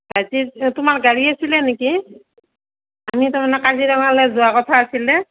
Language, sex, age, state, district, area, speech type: Assamese, female, 45-60, Assam, Morigaon, rural, conversation